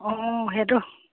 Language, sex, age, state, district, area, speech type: Assamese, female, 30-45, Assam, Majuli, urban, conversation